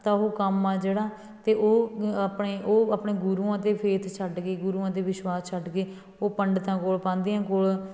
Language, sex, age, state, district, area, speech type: Punjabi, female, 30-45, Punjab, Fatehgarh Sahib, urban, spontaneous